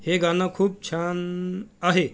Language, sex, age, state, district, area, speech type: Marathi, male, 45-60, Maharashtra, Amravati, urban, read